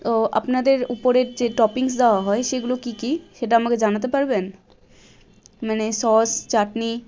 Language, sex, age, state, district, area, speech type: Bengali, female, 18-30, West Bengal, Malda, rural, spontaneous